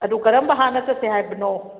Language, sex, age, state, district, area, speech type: Manipuri, female, 30-45, Manipur, Kakching, rural, conversation